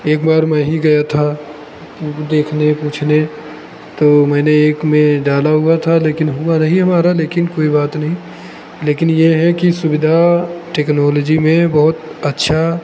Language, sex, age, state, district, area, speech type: Hindi, male, 45-60, Uttar Pradesh, Lucknow, rural, spontaneous